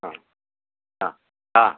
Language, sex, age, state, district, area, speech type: Kannada, male, 60+, Karnataka, Udupi, rural, conversation